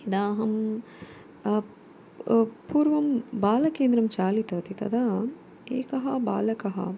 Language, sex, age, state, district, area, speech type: Sanskrit, female, 30-45, Tamil Nadu, Chennai, urban, spontaneous